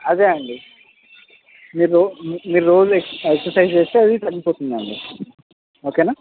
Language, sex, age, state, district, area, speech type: Telugu, male, 18-30, Telangana, Sangareddy, rural, conversation